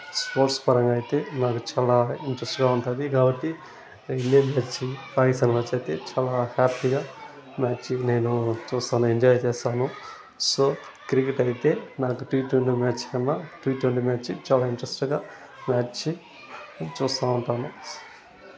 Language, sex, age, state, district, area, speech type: Telugu, male, 30-45, Andhra Pradesh, Sri Balaji, urban, spontaneous